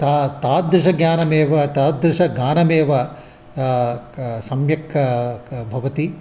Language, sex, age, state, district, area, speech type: Sanskrit, male, 60+, Andhra Pradesh, Visakhapatnam, urban, spontaneous